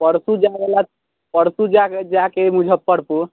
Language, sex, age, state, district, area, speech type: Maithili, male, 30-45, Bihar, Muzaffarpur, urban, conversation